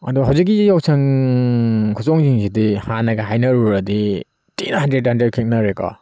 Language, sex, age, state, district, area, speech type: Manipuri, male, 30-45, Manipur, Tengnoupal, urban, spontaneous